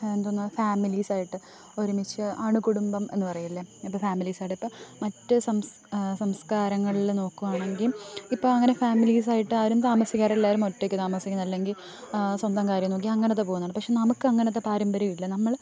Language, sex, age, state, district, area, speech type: Malayalam, female, 18-30, Kerala, Thiruvananthapuram, rural, spontaneous